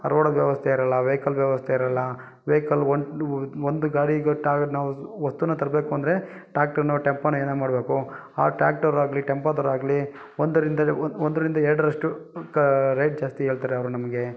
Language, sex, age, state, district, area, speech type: Kannada, male, 30-45, Karnataka, Bangalore Rural, rural, spontaneous